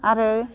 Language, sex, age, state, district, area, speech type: Bodo, female, 60+, Assam, Udalguri, rural, spontaneous